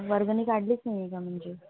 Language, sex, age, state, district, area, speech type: Marathi, female, 30-45, Maharashtra, Nagpur, urban, conversation